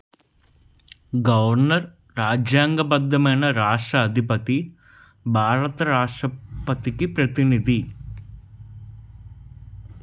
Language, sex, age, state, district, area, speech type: Telugu, male, 30-45, Telangana, Peddapalli, rural, read